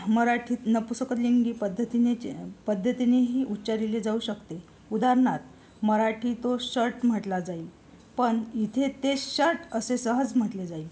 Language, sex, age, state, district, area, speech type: Marathi, female, 45-60, Maharashtra, Yavatmal, rural, spontaneous